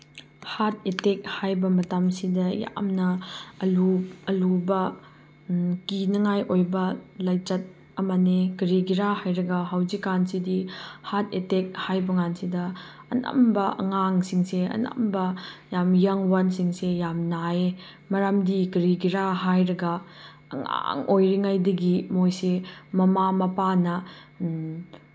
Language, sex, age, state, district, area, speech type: Manipuri, female, 30-45, Manipur, Chandel, rural, spontaneous